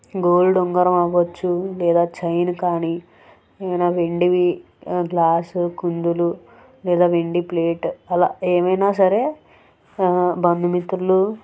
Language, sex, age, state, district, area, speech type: Telugu, female, 18-30, Andhra Pradesh, Anakapalli, urban, spontaneous